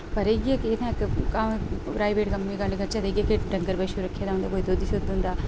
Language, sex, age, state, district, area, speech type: Dogri, female, 30-45, Jammu and Kashmir, Udhampur, urban, spontaneous